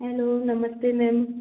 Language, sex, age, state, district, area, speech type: Hindi, female, 45-60, Madhya Pradesh, Gwalior, rural, conversation